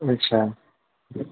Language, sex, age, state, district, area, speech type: Maithili, male, 18-30, Bihar, Purnia, rural, conversation